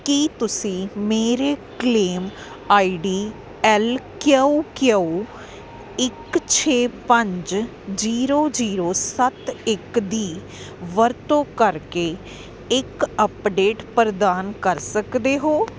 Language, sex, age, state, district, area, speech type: Punjabi, female, 30-45, Punjab, Kapurthala, urban, read